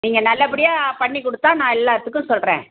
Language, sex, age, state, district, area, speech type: Tamil, female, 60+, Tamil Nadu, Tiruchirappalli, rural, conversation